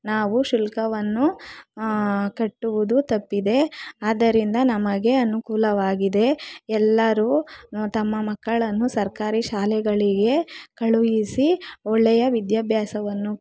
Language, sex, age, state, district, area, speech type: Kannada, female, 45-60, Karnataka, Bangalore Rural, rural, spontaneous